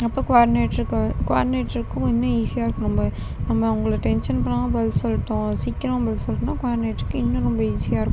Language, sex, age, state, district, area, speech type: Tamil, female, 30-45, Tamil Nadu, Tiruvarur, rural, spontaneous